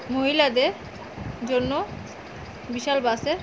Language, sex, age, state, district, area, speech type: Bengali, female, 30-45, West Bengal, Alipurduar, rural, spontaneous